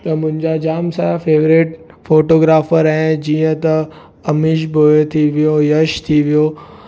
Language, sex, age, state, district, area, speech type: Sindhi, male, 18-30, Maharashtra, Mumbai Suburban, urban, spontaneous